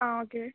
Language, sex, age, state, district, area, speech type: Goan Konkani, female, 18-30, Goa, Quepem, rural, conversation